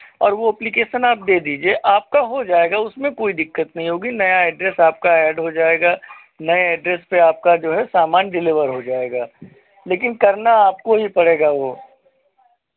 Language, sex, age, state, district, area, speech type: Hindi, male, 45-60, Uttar Pradesh, Hardoi, rural, conversation